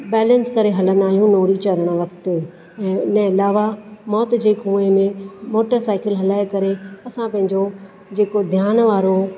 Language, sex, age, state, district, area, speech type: Sindhi, female, 30-45, Maharashtra, Thane, urban, spontaneous